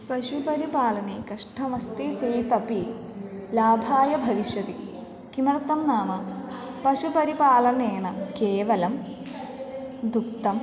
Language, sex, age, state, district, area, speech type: Sanskrit, female, 18-30, Kerala, Thrissur, urban, spontaneous